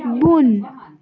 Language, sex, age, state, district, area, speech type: Kashmiri, female, 18-30, Jammu and Kashmir, Baramulla, rural, read